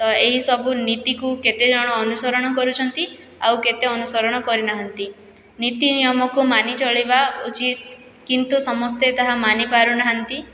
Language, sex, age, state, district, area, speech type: Odia, female, 18-30, Odisha, Boudh, rural, spontaneous